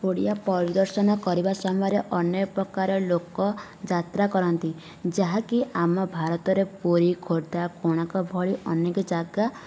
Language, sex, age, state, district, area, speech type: Odia, female, 30-45, Odisha, Nayagarh, rural, spontaneous